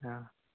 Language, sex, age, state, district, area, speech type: Hindi, male, 18-30, Rajasthan, Nagaur, rural, conversation